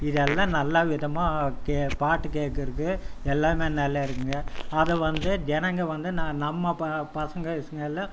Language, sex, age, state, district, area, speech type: Tamil, male, 60+, Tamil Nadu, Coimbatore, urban, spontaneous